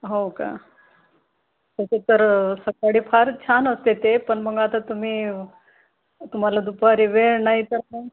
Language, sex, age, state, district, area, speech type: Marathi, female, 45-60, Maharashtra, Akola, urban, conversation